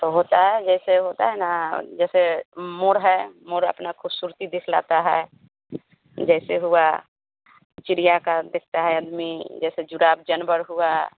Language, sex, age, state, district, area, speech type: Hindi, female, 30-45, Bihar, Vaishali, rural, conversation